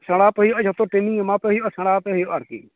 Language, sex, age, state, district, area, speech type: Santali, male, 30-45, West Bengal, Jhargram, rural, conversation